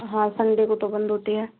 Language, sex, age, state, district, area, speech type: Hindi, female, 45-60, Rajasthan, Karauli, rural, conversation